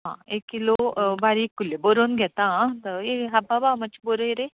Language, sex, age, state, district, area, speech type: Goan Konkani, female, 30-45, Goa, Bardez, urban, conversation